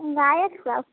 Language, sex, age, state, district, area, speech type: Maithili, female, 18-30, Bihar, Sitamarhi, rural, conversation